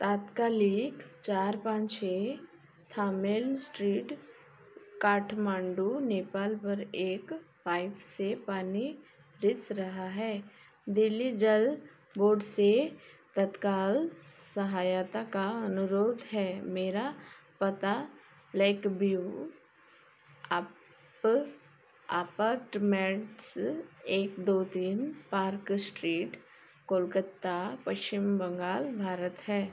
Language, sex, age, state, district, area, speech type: Hindi, female, 45-60, Madhya Pradesh, Chhindwara, rural, read